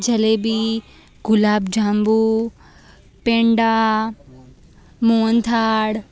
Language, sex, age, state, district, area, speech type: Gujarati, female, 30-45, Gujarat, Rajkot, urban, spontaneous